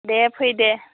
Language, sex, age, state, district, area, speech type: Bodo, female, 60+, Assam, Chirang, rural, conversation